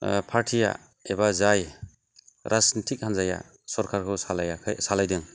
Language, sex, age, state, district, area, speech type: Bodo, male, 45-60, Assam, Chirang, urban, spontaneous